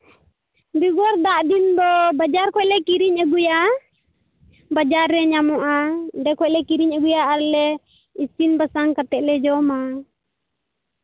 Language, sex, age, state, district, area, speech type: Santali, male, 30-45, Jharkhand, Pakur, rural, conversation